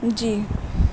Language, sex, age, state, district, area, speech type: Urdu, female, 18-30, Bihar, Gaya, urban, spontaneous